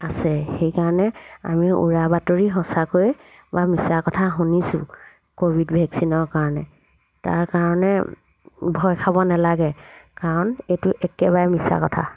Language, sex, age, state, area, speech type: Assamese, female, 45-60, Assam, rural, spontaneous